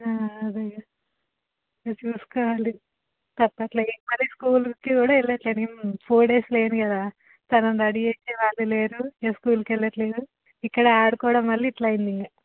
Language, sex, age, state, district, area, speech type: Telugu, female, 18-30, Telangana, Ranga Reddy, urban, conversation